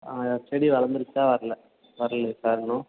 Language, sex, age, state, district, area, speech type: Tamil, male, 18-30, Tamil Nadu, Perambalur, urban, conversation